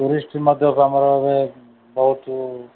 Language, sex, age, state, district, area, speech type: Odia, male, 45-60, Odisha, Koraput, urban, conversation